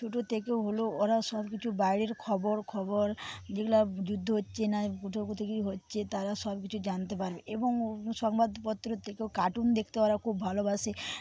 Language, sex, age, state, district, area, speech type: Bengali, female, 45-60, West Bengal, Paschim Medinipur, rural, spontaneous